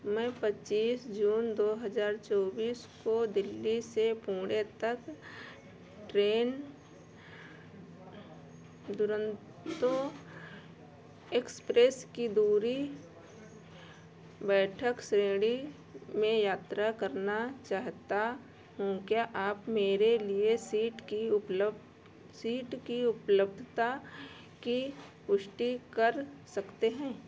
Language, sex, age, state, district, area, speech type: Hindi, female, 60+, Uttar Pradesh, Ayodhya, urban, read